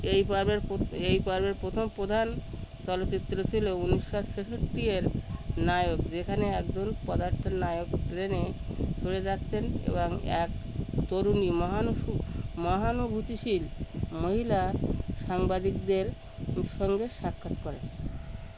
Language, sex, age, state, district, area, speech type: Bengali, female, 60+, West Bengal, Birbhum, urban, read